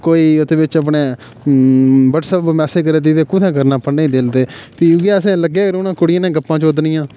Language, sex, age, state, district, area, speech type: Dogri, male, 18-30, Jammu and Kashmir, Udhampur, rural, spontaneous